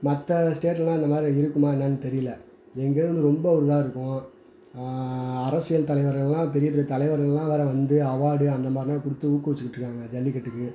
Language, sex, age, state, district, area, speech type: Tamil, male, 30-45, Tamil Nadu, Madurai, rural, spontaneous